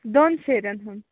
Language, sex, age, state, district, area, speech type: Kashmiri, female, 18-30, Jammu and Kashmir, Baramulla, rural, conversation